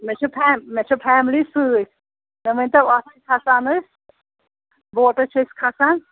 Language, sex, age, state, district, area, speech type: Kashmiri, female, 60+, Jammu and Kashmir, Srinagar, urban, conversation